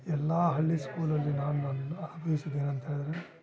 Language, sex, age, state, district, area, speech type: Kannada, male, 45-60, Karnataka, Bellary, rural, spontaneous